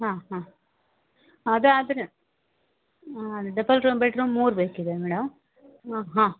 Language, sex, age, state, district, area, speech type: Kannada, female, 45-60, Karnataka, Uttara Kannada, rural, conversation